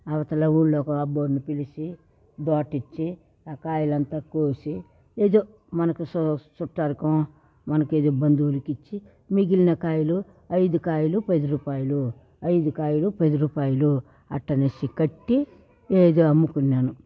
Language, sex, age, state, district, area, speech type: Telugu, female, 60+, Andhra Pradesh, Sri Balaji, urban, spontaneous